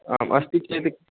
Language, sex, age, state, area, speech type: Sanskrit, male, 18-30, Rajasthan, rural, conversation